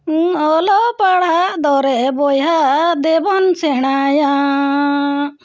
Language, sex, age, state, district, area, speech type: Santali, female, 60+, Jharkhand, Bokaro, rural, spontaneous